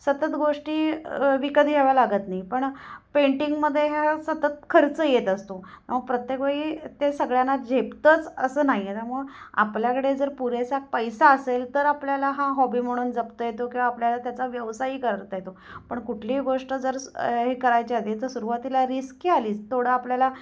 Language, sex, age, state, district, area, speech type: Marathi, female, 45-60, Maharashtra, Kolhapur, rural, spontaneous